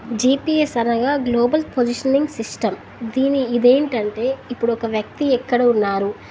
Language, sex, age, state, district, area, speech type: Telugu, female, 18-30, Telangana, Wanaparthy, urban, spontaneous